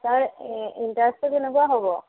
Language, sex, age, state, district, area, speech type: Assamese, female, 30-45, Assam, Majuli, urban, conversation